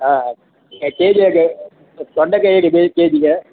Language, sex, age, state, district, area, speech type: Kannada, male, 60+, Karnataka, Dakshina Kannada, rural, conversation